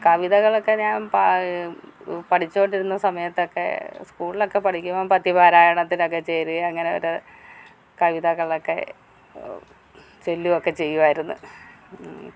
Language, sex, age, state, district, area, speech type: Malayalam, female, 60+, Kerala, Alappuzha, rural, spontaneous